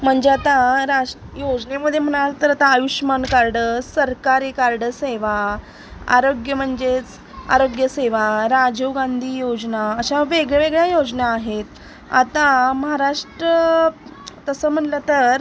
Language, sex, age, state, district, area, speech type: Marathi, female, 30-45, Maharashtra, Sangli, urban, spontaneous